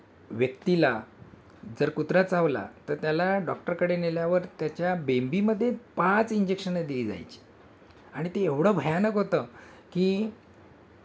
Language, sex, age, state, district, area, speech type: Marathi, male, 60+, Maharashtra, Thane, rural, spontaneous